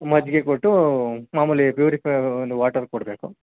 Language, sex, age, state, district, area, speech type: Kannada, male, 18-30, Karnataka, Mandya, urban, conversation